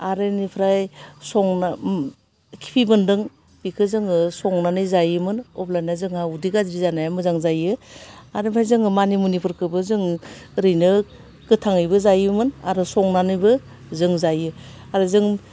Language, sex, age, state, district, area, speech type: Bodo, female, 60+, Assam, Udalguri, urban, spontaneous